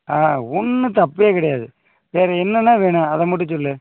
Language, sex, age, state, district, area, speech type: Tamil, male, 30-45, Tamil Nadu, Madurai, rural, conversation